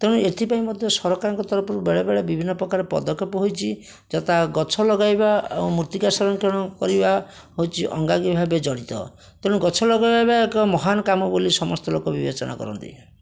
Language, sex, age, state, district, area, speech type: Odia, male, 60+, Odisha, Jajpur, rural, spontaneous